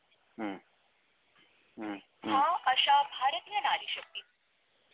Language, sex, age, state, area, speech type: Manipuri, male, 30-45, Manipur, urban, conversation